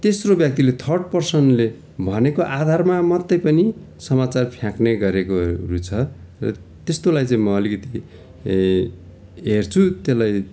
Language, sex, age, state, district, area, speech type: Nepali, male, 45-60, West Bengal, Darjeeling, rural, spontaneous